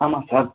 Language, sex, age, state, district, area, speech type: Tamil, male, 18-30, Tamil Nadu, Sivaganga, rural, conversation